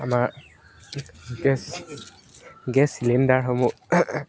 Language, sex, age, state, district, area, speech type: Assamese, male, 18-30, Assam, Dibrugarh, urban, spontaneous